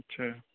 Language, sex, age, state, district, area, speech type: Maithili, male, 45-60, Bihar, Araria, rural, conversation